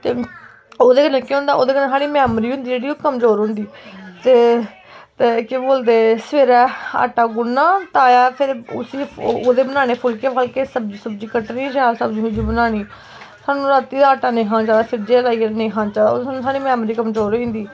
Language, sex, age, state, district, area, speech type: Dogri, female, 18-30, Jammu and Kashmir, Kathua, rural, spontaneous